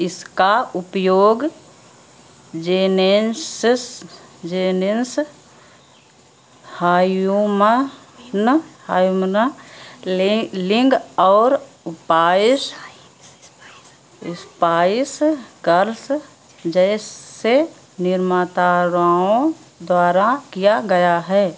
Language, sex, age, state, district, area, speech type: Hindi, female, 60+, Uttar Pradesh, Sitapur, rural, read